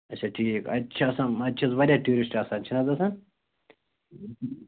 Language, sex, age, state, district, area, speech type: Kashmiri, male, 30-45, Jammu and Kashmir, Bandipora, rural, conversation